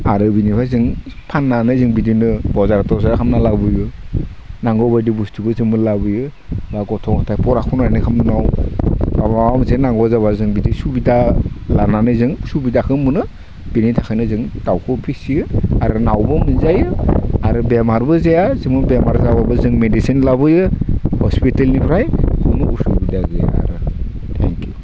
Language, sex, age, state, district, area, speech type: Bodo, male, 45-60, Assam, Udalguri, rural, spontaneous